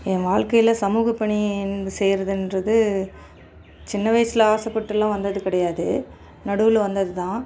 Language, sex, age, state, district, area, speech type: Tamil, female, 30-45, Tamil Nadu, Dharmapuri, rural, spontaneous